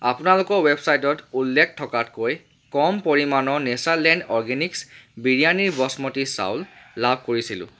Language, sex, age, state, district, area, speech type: Assamese, male, 30-45, Assam, Charaideo, urban, read